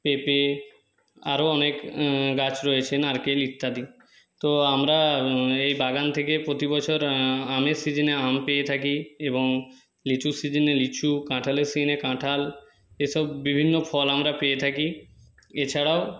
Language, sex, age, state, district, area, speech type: Bengali, male, 45-60, West Bengal, Jhargram, rural, spontaneous